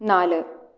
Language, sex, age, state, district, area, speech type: Malayalam, female, 18-30, Kerala, Thrissur, rural, read